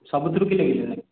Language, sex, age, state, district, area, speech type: Odia, male, 18-30, Odisha, Khordha, rural, conversation